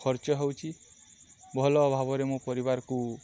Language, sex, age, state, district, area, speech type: Odia, male, 18-30, Odisha, Balangir, urban, spontaneous